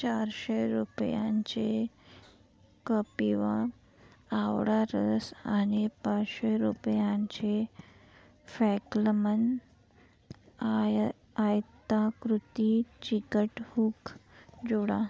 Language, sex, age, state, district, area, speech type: Marathi, female, 45-60, Maharashtra, Nagpur, urban, read